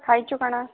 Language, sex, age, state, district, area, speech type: Odia, female, 18-30, Odisha, Sambalpur, rural, conversation